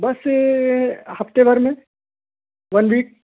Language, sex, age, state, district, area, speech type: Urdu, male, 18-30, Uttar Pradesh, Shahjahanpur, urban, conversation